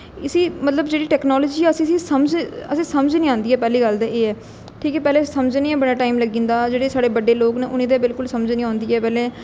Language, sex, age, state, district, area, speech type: Dogri, female, 18-30, Jammu and Kashmir, Jammu, urban, spontaneous